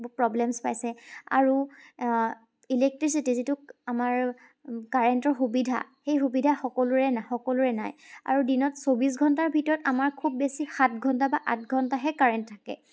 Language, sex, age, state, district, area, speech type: Assamese, female, 18-30, Assam, Charaideo, urban, spontaneous